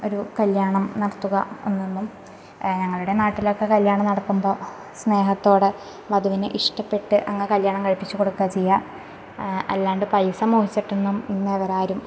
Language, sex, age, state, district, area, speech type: Malayalam, female, 18-30, Kerala, Thrissur, urban, spontaneous